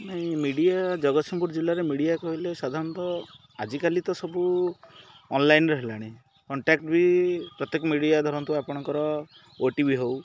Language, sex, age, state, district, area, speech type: Odia, male, 30-45, Odisha, Jagatsinghpur, urban, spontaneous